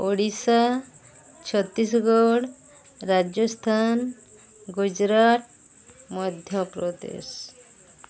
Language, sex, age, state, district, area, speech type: Odia, female, 45-60, Odisha, Sundergarh, urban, spontaneous